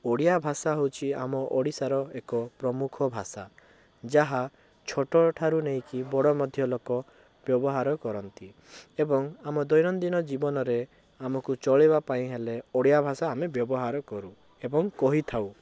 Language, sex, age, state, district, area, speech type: Odia, male, 18-30, Odisha, Cuttack, urban, spontaneous